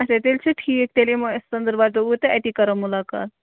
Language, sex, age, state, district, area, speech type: Kashmiri, female, 18-30, Jammu and Kashmir, Bandipora, rural, conversation